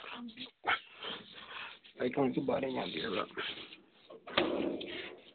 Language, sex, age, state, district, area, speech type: Dogri, male, 18-30, Jammu and Kashmir, Udhampur, rural, conversation